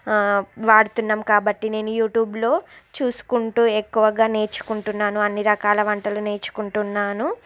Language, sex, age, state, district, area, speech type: Telugu, female, 30-45, Andhra Pradesh, Srikakulam, urban, spontaneous